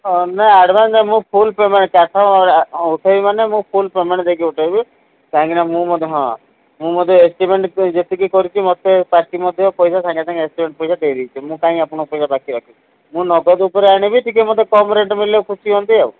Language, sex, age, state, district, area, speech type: Odia, male, 45-60, Odisha, Sundergarh, rural, conversation